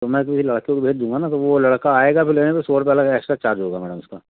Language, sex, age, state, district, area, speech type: Hindi, male, 45-60, Madhya Pradesh, Jabalpur, urban, conversation